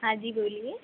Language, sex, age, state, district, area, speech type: Hindi, female, 18-30, Madhya Pradesh, Harda, urban, conversation